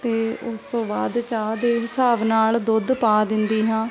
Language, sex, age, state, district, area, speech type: Punjabi, female, 30-45, Punjab, Shaheed Bhagat Singh Nagar, urban, spontaneous